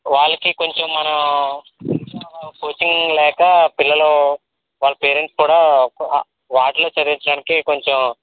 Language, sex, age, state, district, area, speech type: Telugu, male, 18-30, Andhra Pradesh, N T Rama Rao, rural, conversation